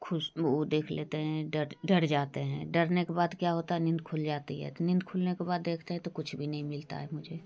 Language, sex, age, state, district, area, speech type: Hindi, female, 45-60, Bihar, Darbhanga, rural, spontaneous